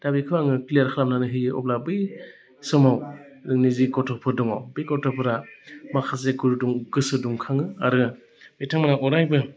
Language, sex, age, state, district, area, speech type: Bodo, male, 30-45, Assam, Udalguri, urban, spontaneous